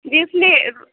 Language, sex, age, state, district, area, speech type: Urdu, female, 18-30, Bihar, Gaya, urban, conversation